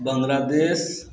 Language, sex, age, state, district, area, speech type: Maithili, male, 30-45, Bihar, Sitamarhi, rural, spontaneous